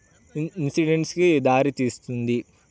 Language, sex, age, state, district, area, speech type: Telugu, male, 18-30, Andhra Pradesh, Bapatla, urban, spontaneous